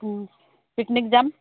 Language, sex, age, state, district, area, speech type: Assamese, female, 30-45, Assam, Dibrugarh, rural, conversation